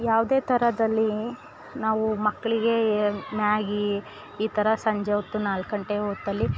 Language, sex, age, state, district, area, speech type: Kannada, female, 30-45, Karnataka, Chikkamagaluru, rural, spontaneous